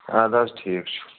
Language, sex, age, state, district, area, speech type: Kashmiri, male, 45-60, Jammu and Kashmir, Budgam, urban, conversation